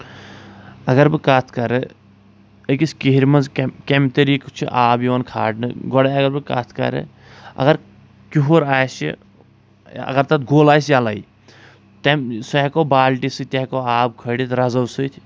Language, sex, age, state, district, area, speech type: Kashmiri, male, 45-60, Jammu and Kashmir, Kulgam, rural, spontaneous